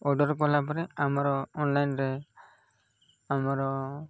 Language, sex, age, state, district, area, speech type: Odia, male, 30-45, Odisha, Koraput, urban, spontaneous